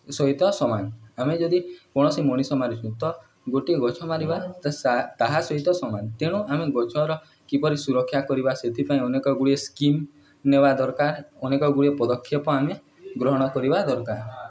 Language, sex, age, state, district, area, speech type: Odia, male, 18-30, Odisha, Nuapada, urban, spontaneous